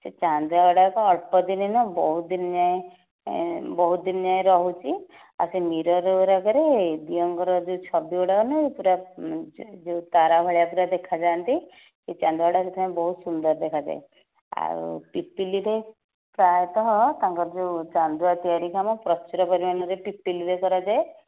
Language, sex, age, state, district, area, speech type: Odia, female, 30-45, Odisha, Nayagarh, rural, conversation